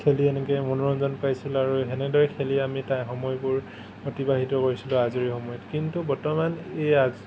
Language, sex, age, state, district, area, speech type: Assamese, male, 18-30, Assam, Kamrup Metropolitan, urban, spontaneous